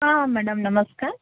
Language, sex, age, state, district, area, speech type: Odia, female, 18-30, Odisha, Koraput, urban, conversation